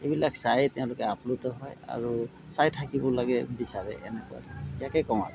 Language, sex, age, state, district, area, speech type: Assamese, male, 60+, Assam, Golaghat, urban, spontaneous